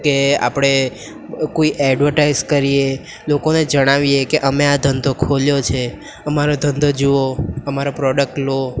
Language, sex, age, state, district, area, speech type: Gujarati, male, 18-30, Gujarat, Valsad, rural, spontaneous